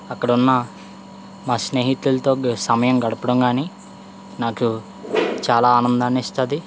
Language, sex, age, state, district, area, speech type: Telugu, male, 18-30, Andhra Pradesh, East Godavari, urban, spontaneous